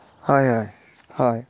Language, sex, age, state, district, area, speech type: Goan Konkani, male, 45-60, Goa, Canacona, rural, spontaneous